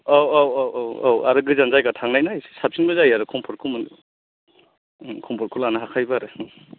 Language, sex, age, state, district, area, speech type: Bodo, male, 30-45, Assam, Kokrajhar, rural, conversation